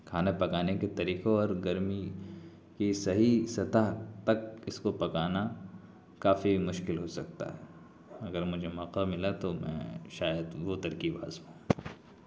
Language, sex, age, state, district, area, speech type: Urdu, male, 30-45, Delhi, South Delhi, rural, spontaneous